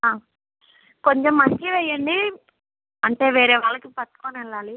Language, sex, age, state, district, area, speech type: Telugu, female, 60+, Andhra Pradesh, Konaseema, rural, conversation